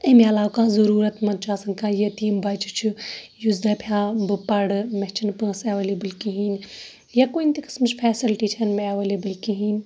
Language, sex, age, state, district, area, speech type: Kashmiri, female, 30-45, Jammu and Kashmir, Shopian, rural, spontaneous